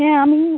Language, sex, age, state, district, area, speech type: Bengali, female, 30-45, West Bengal, Dakshin Dinajpur, urban, conversation